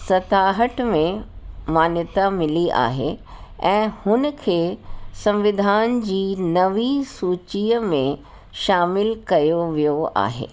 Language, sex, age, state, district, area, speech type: Sindhi, female, 45-60, Delhi, South Delhi, urban, spontaneous